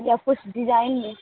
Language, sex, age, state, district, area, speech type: Urdu, female, 18-30, Bihar, Supaul, rural, conversation